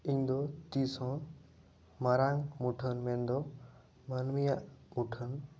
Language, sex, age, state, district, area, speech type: Santali, male, 18-30, West Bengal, Bankura, rural, spontaneous